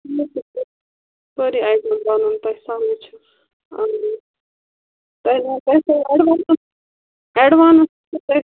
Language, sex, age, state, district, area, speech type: Kashmiri, female, 30-45, Jammu and Kashmir, Bandipora, rural, conversation